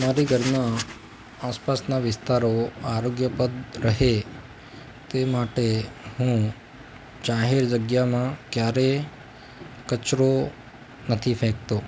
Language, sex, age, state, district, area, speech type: Gujarati, male, 30-45, Gujarat, Ahmedabad, urban, spontaneous